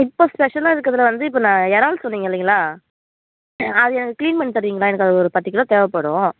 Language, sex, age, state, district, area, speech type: Tamil, female, 18-30, Tamil Nadu, Kallakurichi, urban, conversation